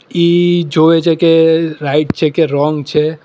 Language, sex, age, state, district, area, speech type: Gujarati, male, 18-30, Gujarat, Surat, urban, spontaneous